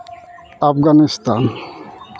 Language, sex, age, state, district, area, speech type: Santali, male, 60+, West Bengal, Malda, rural, spontaneous